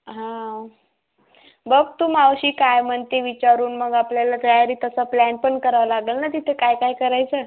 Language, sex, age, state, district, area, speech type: Marathi, female, 18-30, Maharashtra, Washim, urban, conversation